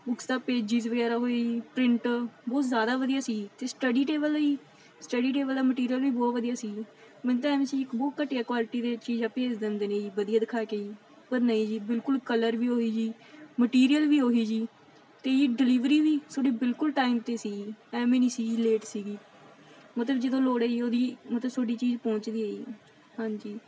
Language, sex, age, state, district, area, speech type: Punjabi, female, 18-30, Punjab, Mansa, rural, spontaneous